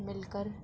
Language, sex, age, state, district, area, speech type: Urdu, female, 45-60, Delhi, Central Delhi, urban, spontaneous